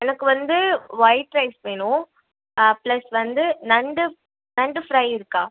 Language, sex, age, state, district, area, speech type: Tamil, female, 18-30, Tamil Nadu, Ariyalur, rural, conversation